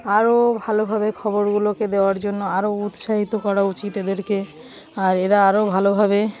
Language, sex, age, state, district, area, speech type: Bengali, female, 45-60, West Bengal, Darjeeling, urban, spontaneous